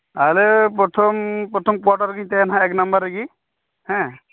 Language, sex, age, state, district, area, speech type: Santali, male, 30-45, West Bengal, Birbhum, rural, conversation